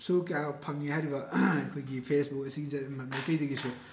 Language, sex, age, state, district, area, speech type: Manipuri, male, 18-30, Manipur, Bishnupur, rural, spontaneous